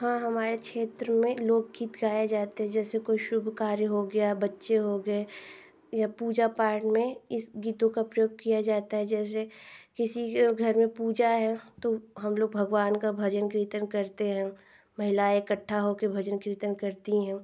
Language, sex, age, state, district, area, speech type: Hindi, female, 18-30, Uttar Pradesh, Ghazipur, rural, spontaneous